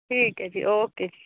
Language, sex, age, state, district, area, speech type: Punjabi, female, 30-45, Punjab, Bathinda, urban, conversation